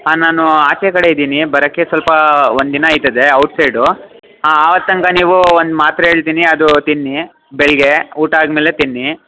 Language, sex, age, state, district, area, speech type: Kannada, male, 18-30, Karnataka, Mysore, urban, conversation